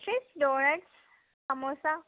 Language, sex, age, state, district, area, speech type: Telugu, female, 18-30, Andhra Pradesh, Palnadu, rural, conversation